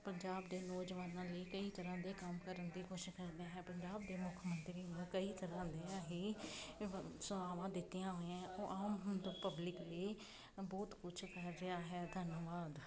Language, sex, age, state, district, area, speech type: Punjabi, female, 30-45, Punjab, Jalandhar, urban, spontaneous